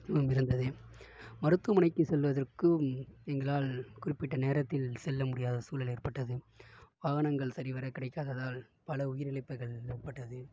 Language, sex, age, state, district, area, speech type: Tamil, male, 18-30, Tamil Nadu, Tiruvarur, urban, spontaneous